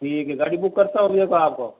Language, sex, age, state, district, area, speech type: Hindi, male, 60+, Rajasthan, Jodhpur, urban, conversation